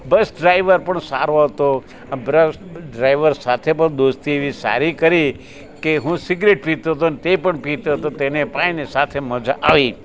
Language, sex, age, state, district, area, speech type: Gujarati, male, 60+, Gujarat, Rajkot, rural, spontaneous